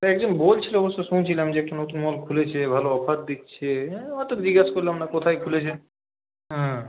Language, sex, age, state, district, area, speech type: Bengali, male, 18-30, West Bengal, Purulia, urban, conversation